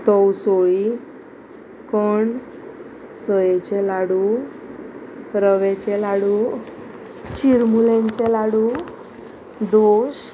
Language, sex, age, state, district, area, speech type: Goan Konkani, female, 30-45, Goa, Murmgao, urban, spontaneous